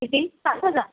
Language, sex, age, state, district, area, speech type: Marathi, female, 30-45, Maharashtra, Nagpur, rural, conversation